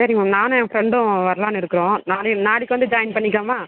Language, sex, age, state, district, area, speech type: Tamil, female, 30-45, Tamil Nadu, Dharmapuri, rural, conversation